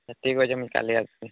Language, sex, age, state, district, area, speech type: Odia, male, 45-60, Odisha, Nuapada, urban, conversation